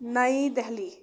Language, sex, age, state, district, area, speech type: Kashmiri, male, 18-30, Jammu and Kashmir, Kulgam, rural, read